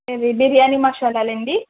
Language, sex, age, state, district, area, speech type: Telugu, female, 60+, Andhra Pradesh, East Godavari, rural, conversation